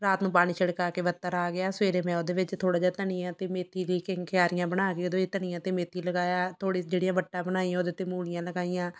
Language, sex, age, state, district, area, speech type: Punjabi, female, 30-45, Punjab, Shaheed Bhagat Singh Nagar, rural, spontaneous